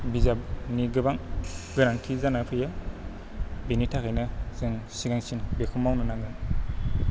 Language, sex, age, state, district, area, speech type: Bodo, male, 18-30, Assam, Chirang, rural, spontaneous